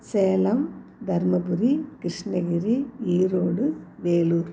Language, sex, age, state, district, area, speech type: Tamil, female, 60+, Tamil Nadu, Salem, rural, spontaneous